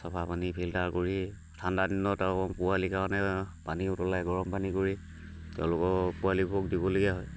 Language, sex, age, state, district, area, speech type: Assamese, male, 45-60, Assam, Charaideo, rural, spontaneous